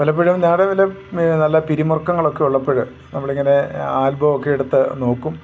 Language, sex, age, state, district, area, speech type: Malayalam, male, 45-60, Kerala, Idukki, rural, spontaneous